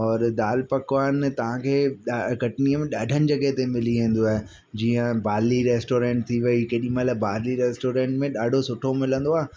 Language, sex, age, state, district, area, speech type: Sindhi, male, 45-60, Madhya Pradesh, Katni, urban, spontaneous